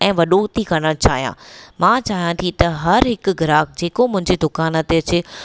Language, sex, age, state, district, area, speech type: Sindhi, female, 30-45, Maharashtra, Thane, urban, spontaneous